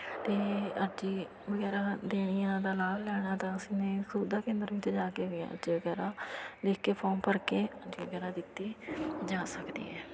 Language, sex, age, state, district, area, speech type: Punjabi, female, 30-45, Punjab, Fatehgarh Sahib, rural, spontaneous